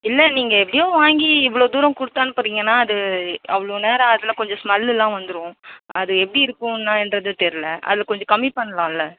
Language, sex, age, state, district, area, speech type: Tamil, female, 18-30, Tamil Nadu, Tiruvannamalai, urban, conversation